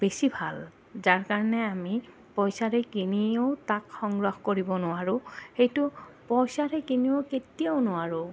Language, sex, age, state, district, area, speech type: Assamese, female, 30-45, Assam, Goalpara, urban, spontaneous